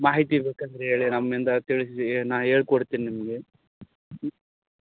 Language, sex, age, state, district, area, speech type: Kannada, male, 30-45, Karnataka, Raichur, rural, conversation